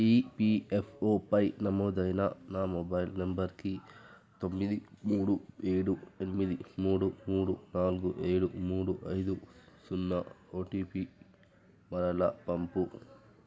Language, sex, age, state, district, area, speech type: Telugu, male, 18-30, Telangana, Vikarabad, urban, read